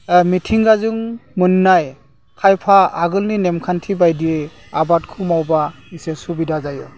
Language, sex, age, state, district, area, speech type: Bodo, male, 45-60, Assam, Udalguri, rural, spontaneous